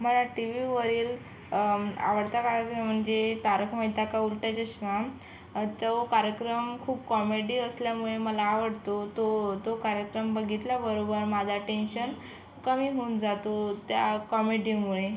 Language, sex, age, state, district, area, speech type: Marathi, female, 18-30, Maharashtra, Yavatmal, rural, spontaneous